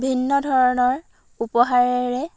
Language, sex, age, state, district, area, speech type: Assamese, female, 18-30, Assam, Dhemaji, rural, spontaneous